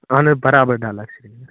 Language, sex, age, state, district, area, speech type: Kashmiri, male, 45-60, Jammu and Kashmir, Budgam, urban, conversation